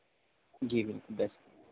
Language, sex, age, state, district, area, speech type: Hindi, male, 30-45, Madhya Pradesh, Harda, urban, conversation